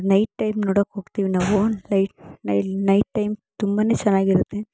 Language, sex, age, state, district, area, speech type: Kannada, female, 18-30, Karnataka, Mysore, urban, spontaneous